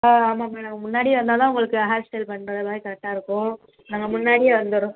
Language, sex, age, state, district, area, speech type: Tamil, female, 18-30, Tamil Nadu, Madurai, urban, conversation